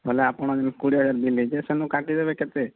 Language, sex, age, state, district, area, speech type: Odia, male, 30-45, Odisha, Boudh, rural, conversation